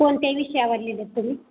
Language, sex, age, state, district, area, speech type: Marathi, female, 18-30, Maharashtra, Satara, urban, conversation